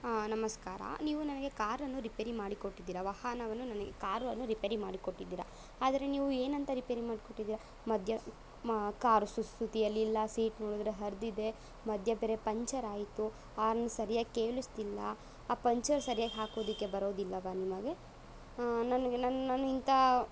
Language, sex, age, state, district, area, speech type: Kannada, female, 30-45, Karnataka, Tumkur, rural, spontaneous